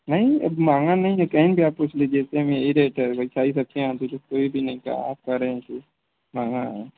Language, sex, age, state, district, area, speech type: Hindi, male, 18-30, Uttar Pradesh, Mau, rural, conversation